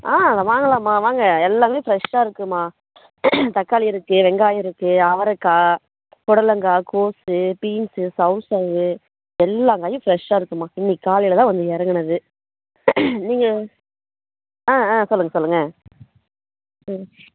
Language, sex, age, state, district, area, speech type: Tamil, female, 18-30, Tamil Nadu, Kallakurichi, urban, conversation